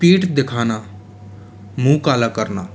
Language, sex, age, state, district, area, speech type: Hindi, male, 60+, Rajasthan, Jaipur, urban, spontaneous